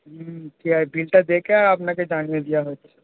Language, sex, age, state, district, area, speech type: Bengali, male, 18-30, West Bengal, Darjeeling, rural, conversation